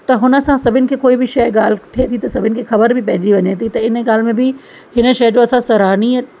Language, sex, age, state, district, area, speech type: Sindhi, female, 45-60, Uttar Pradesh, Lucknow, rural, spontaneous